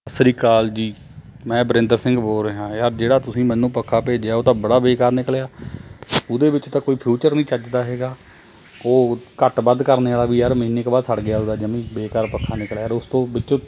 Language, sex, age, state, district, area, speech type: Punjabi, male, 30-45, Punjab, Mohali, rural, spontaneous